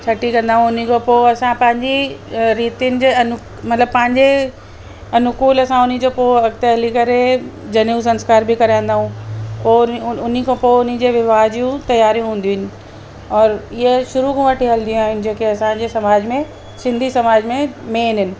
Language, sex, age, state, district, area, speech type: Sindhi, female, 45-60, Delhi, South Delhi, urban, spontaneous